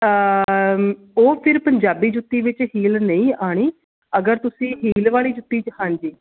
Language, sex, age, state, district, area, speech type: Punjabi, female, 30-45, Punjab, Shaheed Bhagat Singh Nagar, urban, conversation